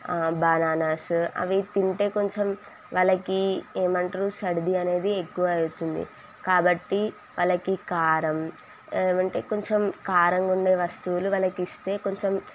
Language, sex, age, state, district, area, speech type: Telugu, female, 18-30, Telangana, Sangareddy, urban, spontaneous